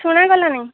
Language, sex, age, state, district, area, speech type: Odia, female, 45-60, Odisha, Angul, rural, conversation